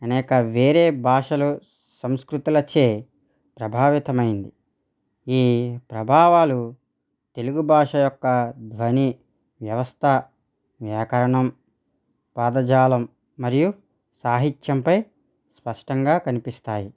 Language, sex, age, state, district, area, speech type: Telugu, male, 45-60, Andhra Pradesh, East Godavari, rural, spontaneous